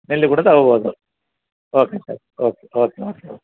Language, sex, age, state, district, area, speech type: Kannada, male, 45-60, Karnataka, Bellary, rural, conversation